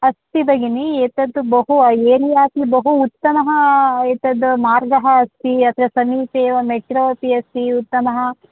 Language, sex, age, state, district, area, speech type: Sanskrit, female, 30-45, Karnataka, Bangalore Urban, urban, conversation